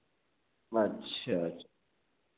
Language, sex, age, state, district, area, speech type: Hindi, male, 30-45, Madhya Pradesh, Hoshangabad, rural, conversation